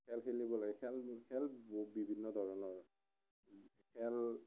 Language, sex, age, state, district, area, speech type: Assamese, male, 30-45, Assam, Morigaon, rural, spontaneous